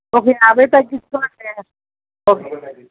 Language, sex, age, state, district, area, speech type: Telugu, female, 45-60, Andhra Pradesh, Eluru, rural, conversation